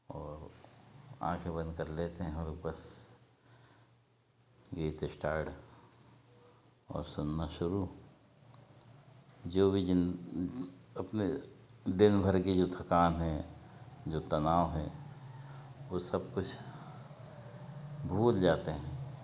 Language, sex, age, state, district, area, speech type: Hindi, male, 60+, Madhya Pradesh, Betul, urban, spontaneous